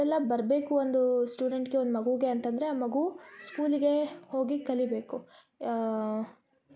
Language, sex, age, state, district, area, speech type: Kannada, female, 18-30, Karnataka, Koppal, rural, spontaneous